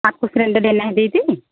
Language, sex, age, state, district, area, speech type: Hindi, female, 45-60, Uttar Pradesh, Pratapgarh, rural, conversation